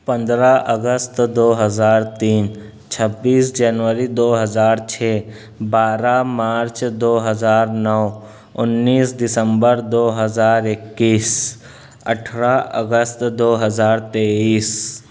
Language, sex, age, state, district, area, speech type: Urdu, male, 30-45, Maharashtra, Nashik, urban, spontaneous